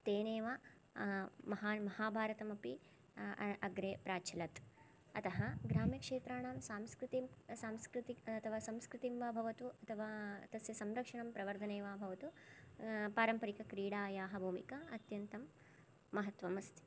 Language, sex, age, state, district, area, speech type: Sanskrit, female, 18-30, Karnataka, Chikkamagaluru, rural, spontaneous